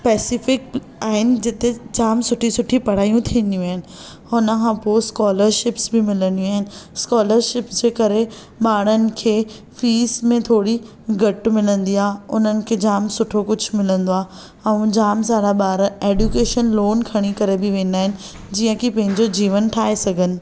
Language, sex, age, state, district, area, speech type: Sindhi, female, 18-30, Maharashtra, Thane, urban, spontaneous